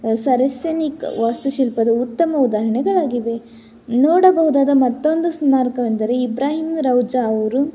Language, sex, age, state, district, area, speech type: Kannada, female, 18-30, Karnataka, Tumkur, rural, spontaneous